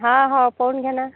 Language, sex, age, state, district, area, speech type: Marathi, female, 45-60, Maharashtra, Akola, rural, conversation